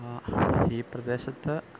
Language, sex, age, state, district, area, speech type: Malayalam, male, 45-60, Kerala, Thiruvananthapuram, rural, spontaneous